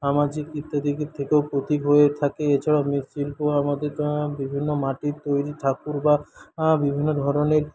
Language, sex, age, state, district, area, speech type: Bengali, male, 18-30, West Bengal, Paschim Medinipur, rural, spontaneous